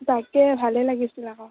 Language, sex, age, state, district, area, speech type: Assamese, female, 18-30, Assam, Charaideo, urban, conversation